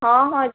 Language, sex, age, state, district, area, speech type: Odia, female, 18-30, Odisha, Sundergarh, urban, conversation